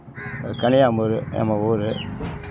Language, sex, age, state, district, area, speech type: Tamil, male, 60+, Tamil Nadu, Kallakurichi, urban, spontaneous